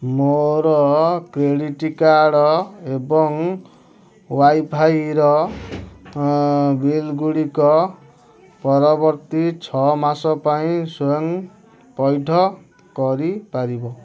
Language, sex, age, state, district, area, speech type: Odia, male, 18-30, Odisha, Kendujhar, urban, read